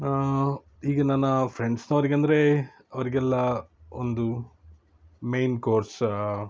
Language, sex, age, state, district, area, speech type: Kannada, male, 30-45, Karnataka, Shimoga, rural, spontaneous